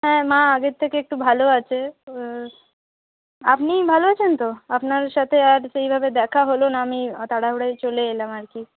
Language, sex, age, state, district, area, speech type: Bengali, female, 60+, West Bengal, Purulia, urban, conversation